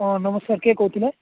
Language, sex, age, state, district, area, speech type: Odia, male, 45-60, Odisha, Nabarangpur, rural, conversation